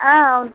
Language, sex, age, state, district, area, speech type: Telugu, female, 30-45, Andhra Pradesh, N T Rama Rao, rural, conversation